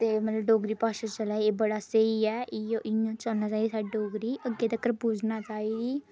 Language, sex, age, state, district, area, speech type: Dogri, female, 30-45, Jammu and Kashmir, Reasi, rural, spontaneous